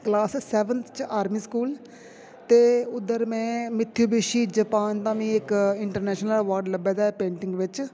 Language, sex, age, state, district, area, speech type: Dogri, female, 30-45, Jammu and Kashmir, Jammu, rural, spontaneous